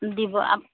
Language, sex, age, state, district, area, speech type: Assamese, female, 30-45, Assam, Dhemaji, rural, conversation